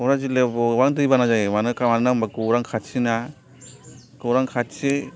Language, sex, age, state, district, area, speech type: Bodo, male, 45-60, Assam, Kokrajhar, rural, spontaneous